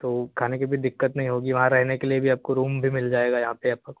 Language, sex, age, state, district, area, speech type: Hindi, male, 18-30, Uttar Pradesh, Jaunpur, rural, conversation